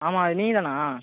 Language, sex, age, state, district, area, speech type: Tamil, male, 18-30, Tamil Nadu, Cuddalore, rural, conversation